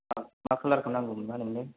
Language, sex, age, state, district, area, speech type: Bodo, male, 18-30, Assam, Chirang, rural, conversation